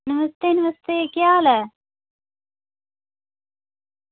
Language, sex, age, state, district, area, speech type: Dogri, female, 30-45, Jammu and Kashmir, Udhampur, rural, conversation